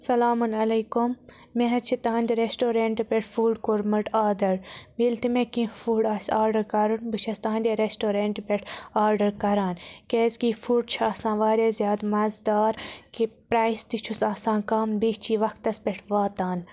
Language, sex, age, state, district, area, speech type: Kashmiri, female, 18-30, Jammu and Kashmir, Baramulla, rural, spontaneous